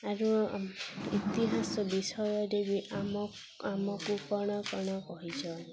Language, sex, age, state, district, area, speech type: Odia, female, 18-30, Odisha, Nuapada, urban, spontaneous